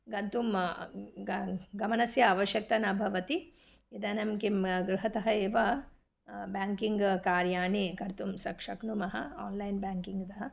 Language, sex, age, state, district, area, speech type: Sanskrit, female, 45-60, Karnataka, Bangalore Urban, urban, spontaneous